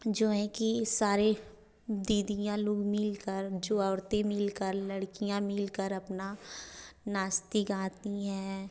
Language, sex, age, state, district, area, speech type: Hindi, female, 30-45, Uttar Pradesh, Varanasi, rural, spontaneous